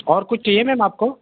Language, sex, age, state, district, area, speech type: Hindi, male, 30-45, Madhya Pradesh, Betul, urban, conversation